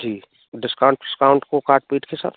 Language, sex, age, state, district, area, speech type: Hindi, male, 18-30, Rajasthan, Bharatpur, rural, conversation